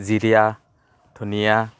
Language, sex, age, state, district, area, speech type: Assamese, male, 30-45, Assam, Barpeta, rural, spontaneous